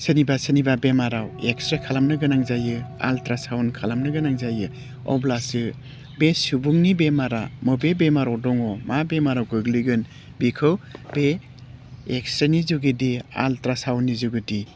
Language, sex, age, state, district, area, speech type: Bodo, male, 45-60, Assam, Udalguri, urban, spontaneous